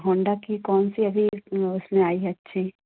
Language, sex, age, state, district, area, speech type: Hindi, female, 18-30, Madhya Pradesh, Katni, urban, conversation